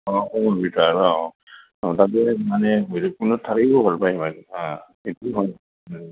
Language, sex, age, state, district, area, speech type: Assamese, male, 60+, Assam, Udalguri, urban, conversation